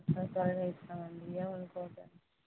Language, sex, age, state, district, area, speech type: Telugu, female, 18-30, Andhra Pradesh, Kadapa, rural, conversation